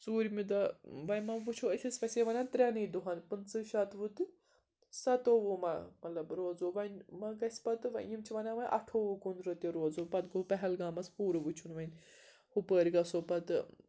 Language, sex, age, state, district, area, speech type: Kashmiri, female, 60+, Jammu and Kashmir, Srinagar, urban, spontaneous